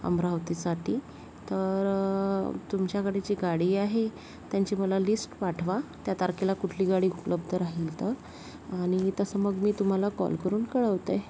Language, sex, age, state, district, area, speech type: Marathi, female, 18-30, Maharashtra, Yavatmal, rural, spontaneous